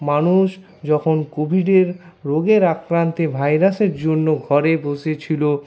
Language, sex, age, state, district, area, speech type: Bengali, male, 60+, West Bengal, Paschim Bardhaman, urban, spontaneous